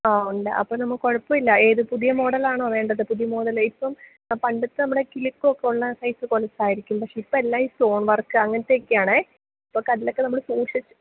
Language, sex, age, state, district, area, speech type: Malayalam, female, 30-45, Kerala, Idukki, rural, conversation